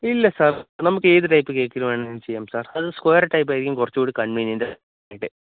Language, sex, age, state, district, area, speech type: Malayalam, male, 18-30, Kerala, Wayanad, rural, conversation